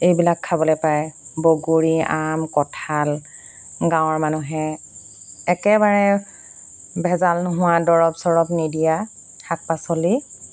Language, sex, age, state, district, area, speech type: Assamese, female, 30-45, Assam, Golaghat, urban, spontaneous